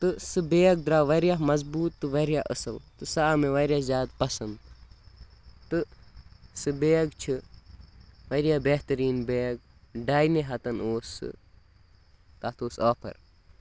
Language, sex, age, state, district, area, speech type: Kashmiri, male, 18-30, Jammu and Kashmir, Baramulla, rural, spontaneous